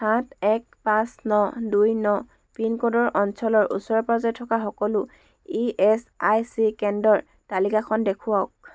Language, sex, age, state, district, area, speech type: Assamese, female, 18-30, Assam, Dibrugarh, rural, read